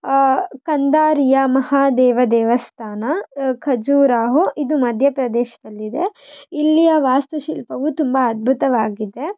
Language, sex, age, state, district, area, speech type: Kannada, female, 18-30, Karnataka, Shimoga, rural, spontaneous